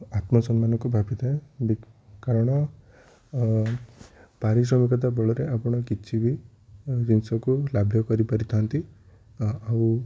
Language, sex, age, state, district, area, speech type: Odia, male, 18-30, Odisha, Puri, urban, spontaneous